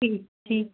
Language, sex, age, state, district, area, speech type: Sindhi, female, 45-60, Uttar Pradesh, Lucknow, urban, conversation